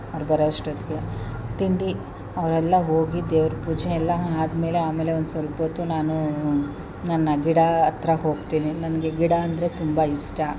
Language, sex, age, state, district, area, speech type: Kannada, female, 30-45, Karnataka, Chamarajanagar, rural, spontaneous